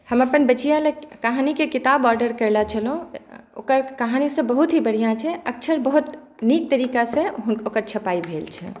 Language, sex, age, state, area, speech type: Maithili, female, 45-60, Bihar, urban, spontaneous